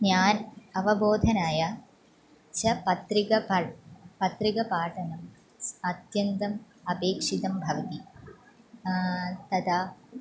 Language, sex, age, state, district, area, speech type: Sanskrit, female, 18-30, Kerala, Thrissur, urban, spontaneous